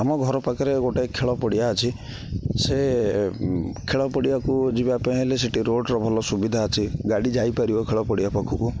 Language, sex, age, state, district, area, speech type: Odia, male, 30-45, Odisha, Jagatsinghpur, rural, spontaneous